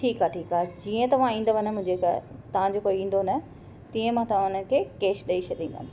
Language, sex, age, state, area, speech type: Sindhi, female, 30-45, Maharashtra, urban, spontaneous